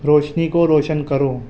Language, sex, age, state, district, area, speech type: Urdu, male, 18-30, Delhi, Central Delhi, urban, read